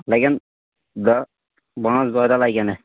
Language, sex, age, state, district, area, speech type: Kashmiri, male, 18-30, Jammu and Kashmir, Anantnag, rural, conversation